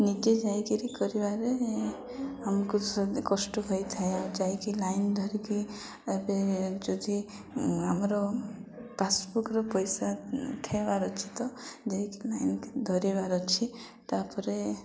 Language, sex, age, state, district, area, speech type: Odia, female, 18-30, Odisha, Koraput, urban, spontaneous